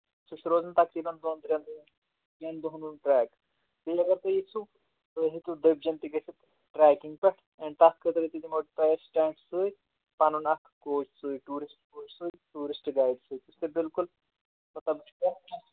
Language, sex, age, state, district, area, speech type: Kashmiri, male, 30-45, Jammu and Kashmir, Shopian, urban, conversation